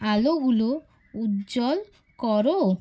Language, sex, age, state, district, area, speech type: Bengali, female, 30-45, West Bengal, Hooghly, urban, read